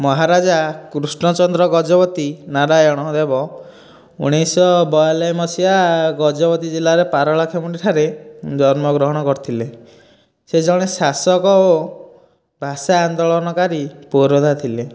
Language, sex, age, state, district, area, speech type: Odia, male, 18-30, Odisha, Dhenkanal, rural, spontaneous